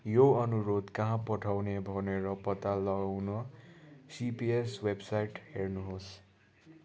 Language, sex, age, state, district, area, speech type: Nepali, male, 30-45, West Bengal, Kalimpong, rural, read